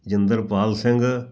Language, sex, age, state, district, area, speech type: Punjabi, male, 60+, Punjab, Amritsar, urban, spontaneous